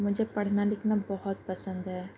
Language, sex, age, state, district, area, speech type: Urdu, female, 18-30, Delhi, Central Delhi, urban, spontaneous